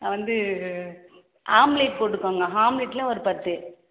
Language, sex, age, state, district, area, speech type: Tamil, female, 18-30, Tamil Nadu, Cuddalore, rural, conversation